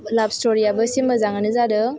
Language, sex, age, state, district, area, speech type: Bodo, female, 18-30, Assam, Chirang, rural, spontaneous